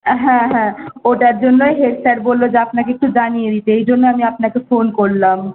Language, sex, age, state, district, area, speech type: Bengali, female, 18-30, West Bengal, Malda, urban, conversation